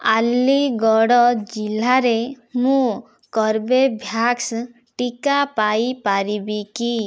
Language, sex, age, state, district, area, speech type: Odia, female, 18-30, Odisha, Kandhamal, rural, read